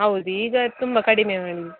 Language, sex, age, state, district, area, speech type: Kannada, female, 18-30, Karnataka, Dakshina Kannada, rural, conversation